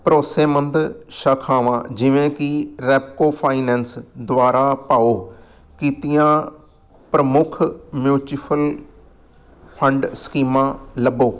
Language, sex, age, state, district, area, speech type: Punjabi, male, 45-60, Punjab, Amritsar, urban, read